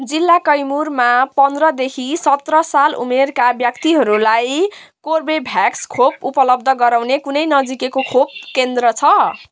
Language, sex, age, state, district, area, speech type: Nepali, female, 18-30, West Bengal, Darjeeling, rural, read